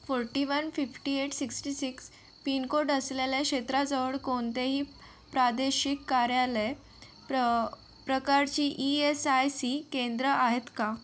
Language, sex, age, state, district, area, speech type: Marathi, female, 30-45, Maharashtra, Yavatmal, rural, read